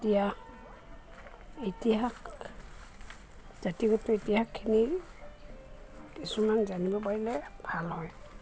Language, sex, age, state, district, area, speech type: Assamese, female, 60+, Assam, Goalpara, rural, spontaneous